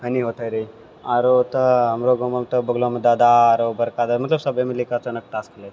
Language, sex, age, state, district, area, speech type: Maithili, male, 60+, Bihar, Purnia, rural, spontaneous